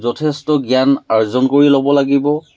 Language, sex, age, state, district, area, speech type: Assamese, male, 30-45, Assam, Majuli, urban, spontaneous